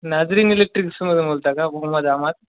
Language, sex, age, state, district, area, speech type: Marathi, male, 18-30, Maharashtra, Nanded, urban, conversation